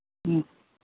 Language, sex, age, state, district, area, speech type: Tamil, female, 60+, Tamil Nadu, Ariyalur, rural, conversation